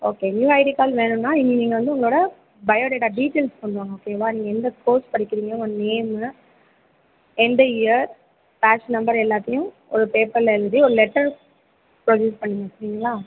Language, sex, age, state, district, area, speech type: Tamil, female, 30-45, Tamil Nadu, Pudukkottai, rural, conversation